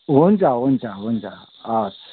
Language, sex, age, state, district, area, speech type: Nepali, male, 60+, West Bengal, Kalimpong, rural, conversation